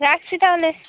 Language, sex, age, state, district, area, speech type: Bengali, female, 18-30, West Bengal, Birbhum, urban, conversation